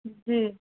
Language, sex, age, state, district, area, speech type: Urdu, female, 30-45, Delhi, New Delhi, urban, conversation